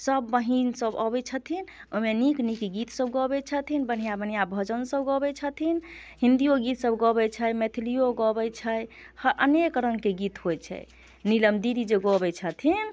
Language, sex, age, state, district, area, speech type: Maithili, female, 18-30, Bihar, Muzaffarpur, rural, spontaneous